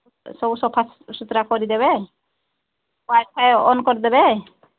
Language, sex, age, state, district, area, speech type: Odia, female, 45-60, Odisha, Sambalpur, rural, conversation